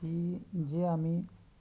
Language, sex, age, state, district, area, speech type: Marathi, male, 30-45, Maharashtra, Hingoli, urban, spontaneous